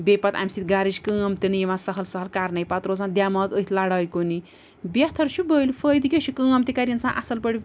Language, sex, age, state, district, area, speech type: Kashmiri, female, 30-45, Jammu and Kashmir, Srinagar, urban, spontaneous